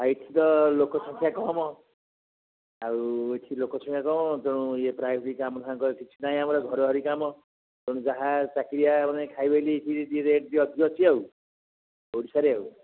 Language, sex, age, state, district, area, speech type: Odia, male, 60+, Odisha, Gajapati, rural, conversation